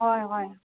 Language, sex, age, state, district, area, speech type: Assamese, female, 60+, Assam, Lakhimpur, urban, conversation